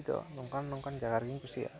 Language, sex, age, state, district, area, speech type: Santali, male, 18-30, West Bengal, Dakshin Dinajpur, rural, spontaneous